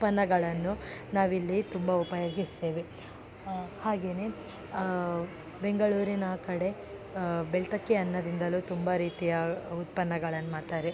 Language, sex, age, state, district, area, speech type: Kannada, female, 18-30, Karnataka, Dakshina Kannada, rural, spontaneous